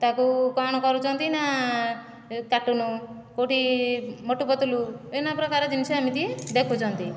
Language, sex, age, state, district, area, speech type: Odia, female, 30-45, Odisha, Nayagarh, rural, spontaneous